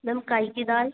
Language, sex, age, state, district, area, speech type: Hindi, female, 18-30, Madhya Pradesh, Betul, urban, conversation